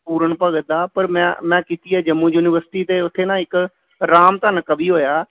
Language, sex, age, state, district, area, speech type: Punjabi, male, 45-60, Punjab, Gurdaspur, rural, conversation